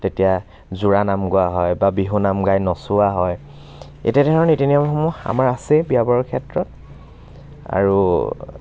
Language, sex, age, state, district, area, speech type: Assamese, male, 30-45, Assam, Dibrugarh, rural, spontaneous